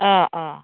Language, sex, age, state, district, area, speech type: Bodo, female, 30-45, Assam, Baksa, rural, conversation